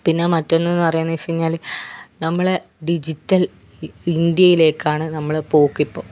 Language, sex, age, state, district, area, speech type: Malayalam, female, 30-45, Kerala, Kannur, rural, spontaneous